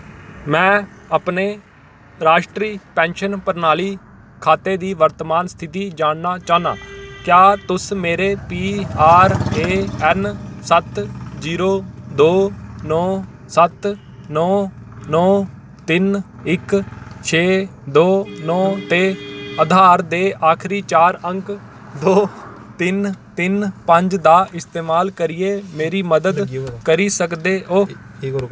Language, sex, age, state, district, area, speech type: Dogri, male, 18-30, Jammu and Kashmir, Kathua, rural, read